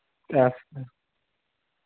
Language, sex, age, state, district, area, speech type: Dogri, male, 30-45, Jammu and Kashmir, Reasi, rural, conversation